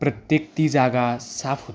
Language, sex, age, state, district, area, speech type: Marathi, male, 18-30, Maharashtra, Sangli, urban, spontaneous